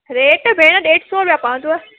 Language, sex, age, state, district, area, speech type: Sindhi, female, 30-45, Madhya Pradesh, Katni, urban, conversation